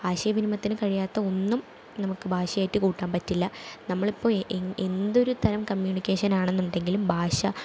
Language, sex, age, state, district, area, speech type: Malayalam, female, 18-30, Kerala, Thrissur, urban, spontaneous